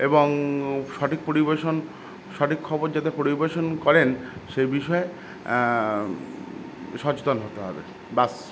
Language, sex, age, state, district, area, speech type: Bengali, male, 30-45, West Bengal, Howrah, urban, spontaneous